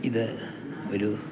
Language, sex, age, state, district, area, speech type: Malayalam, male, 60+, Kerala, Idukki, rural, spontaneous